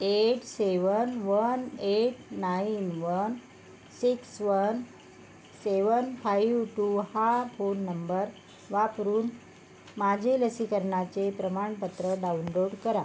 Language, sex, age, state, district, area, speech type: Marathi, female, 45-60, Maharashtra, Yavatmal, urban, read